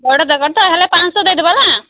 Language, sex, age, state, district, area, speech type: Odia, female, 18-30, Odisha, Malkangiri, urban, conversation